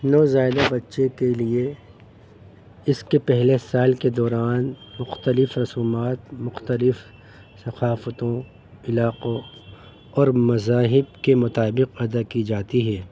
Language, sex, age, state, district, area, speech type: Urdu, male, 30-45, Delhi, North East Delhi, urban, spontaneous